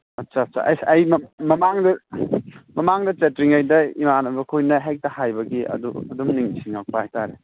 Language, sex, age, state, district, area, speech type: Manipuri, male, 30-45, Manipur, Ukhrul, urban, conversation